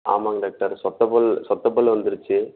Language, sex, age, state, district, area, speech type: Tamil, male, 18-30, Tamil Nadu, Erode, rural, conversation